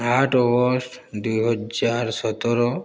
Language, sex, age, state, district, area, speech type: Odia, male, 18-30, Odisha, Boudh, rural, spontaneous